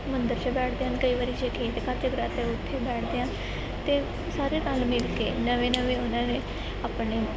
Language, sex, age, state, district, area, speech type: Punjabi, female, 18-30, Punjab, Gurdaspur, urban, spontaneous